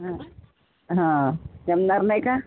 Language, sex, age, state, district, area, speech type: Marathi, female, 30-45, Maharashtra, Washim, rural, conversation